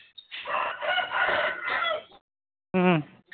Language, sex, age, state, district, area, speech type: Manipuri, male, 45-60, Manipur, Kangpokpi, urban, conversation